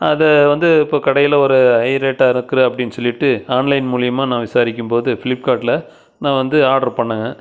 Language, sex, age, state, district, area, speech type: Tamil, male, 60+, Tamil Nadu, Krishnagiri, rural, spontaneous